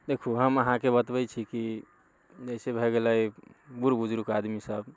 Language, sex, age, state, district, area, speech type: Maithili, male, 30-45, Bihar, Muzaffarpur, rural, spontaneous